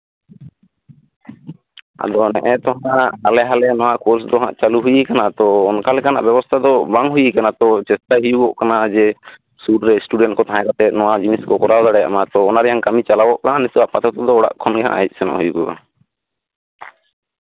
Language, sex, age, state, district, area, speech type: Santali, male, 18-30, West Bengal, Bankura, rural, conversation